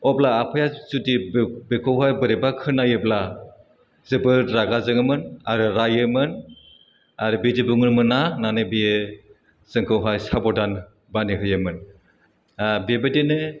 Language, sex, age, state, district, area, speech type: Bodo, male, 60+, Assam, Chirang, urban, spontaneous